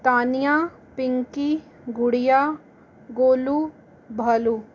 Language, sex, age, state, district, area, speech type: Hindi, female, 45-60, Rajasthan, Jaipur, urban, spontaneous